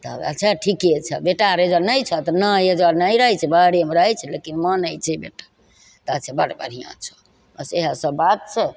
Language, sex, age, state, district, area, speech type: Maithili, female, 60+, Bihar, Begusarai, rural, spontaneous